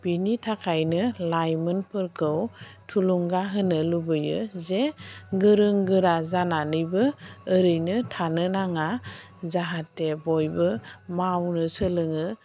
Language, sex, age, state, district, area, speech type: Bodo, female, 45-60, Assam, Chirang, rural, spontaneous